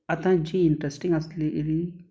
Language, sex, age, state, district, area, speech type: Goan Konkani, male, 30-45, Goa, Canacona, rural, spontaneous